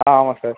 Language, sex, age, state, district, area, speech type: Tamil, male, 18-30, Tamil Nadu, Perambalur, urban, conversation